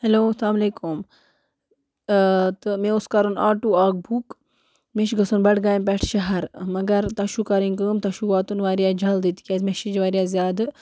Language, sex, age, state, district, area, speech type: Kashmiri, female, 18-30, Jammu and Kashmir, Baramulla, rural, spontaneous